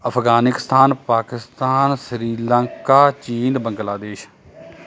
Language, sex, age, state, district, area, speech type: Punjabi, male, 30-45, Punjab, Mohali, rural, spontaneous